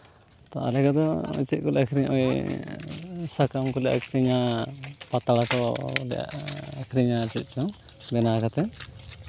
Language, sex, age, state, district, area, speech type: Santali, male, 30-45, West Bengal, Purulia, rural, spontaneous